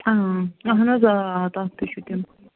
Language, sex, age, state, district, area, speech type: Kashmiri, female, 45-60, Jammu and Kashmir, Budgam, rural, conversation